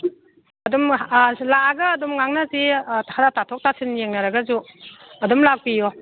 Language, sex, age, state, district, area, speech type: Manipuri, female, 60+, Manipur, Imphal East, rural, conversation